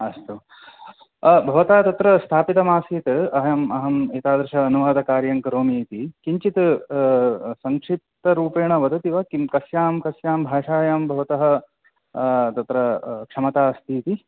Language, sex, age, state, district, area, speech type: Sanskrit, male, 30-45, Karnataka, Udupi, urban, conversation